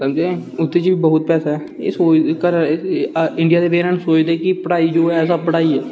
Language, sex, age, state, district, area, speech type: Dogri, male, 18-30, Jammu and Kashmir, Samba, rural, spontaneous